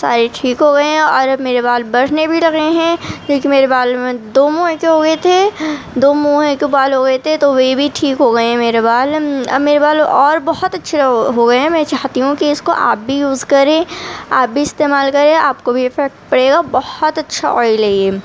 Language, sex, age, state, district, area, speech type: Urdu, female, 30-45, Delhi, Central Delhi, rural, spontaneous